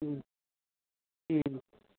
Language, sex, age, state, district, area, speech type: Manipuri, female, 60+, Manipur, Ukhrul, rural, conversation